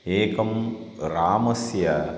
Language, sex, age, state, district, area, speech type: Sanskrit, male, 30-45, Karnataka, Shimoga, rural, spontaneous